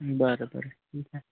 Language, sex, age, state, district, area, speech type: Marathi, male, 30-45, Maharashtra, Amravati, rural, conversation